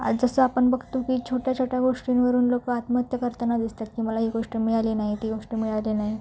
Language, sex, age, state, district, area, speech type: Marathi, female, 18-30, Maharashtra, Sindhudurg, rural, spontaneous